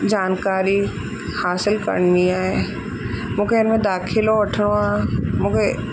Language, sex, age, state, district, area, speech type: Sindhi, female, 30-45, Rajasthan, Ajmer, urban, spontaneous